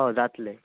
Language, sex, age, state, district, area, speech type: Goan Konkani, male, 18-30, Goa, Bardez, urban, conversation